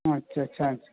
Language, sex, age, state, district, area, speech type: Marathi, male, 30-45, Maharashtra, Sangli, urban, conversation